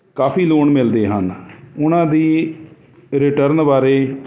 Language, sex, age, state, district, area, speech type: Punjabi, male, 45-60, Punjab, Jalandhar, urban, spontaneous